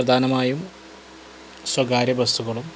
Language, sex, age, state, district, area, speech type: Malayalam, male, 30-45, Kerala, Malappuram, rural, spontaneous